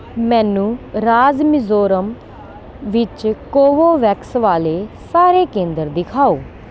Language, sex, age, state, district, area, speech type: Punjabi, female, 30-45, Punjab, Kapurthala, rural, read